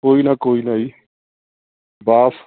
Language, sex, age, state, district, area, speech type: Punjabi, male, 30-45, Punjab, Ludhiana, rural, conversation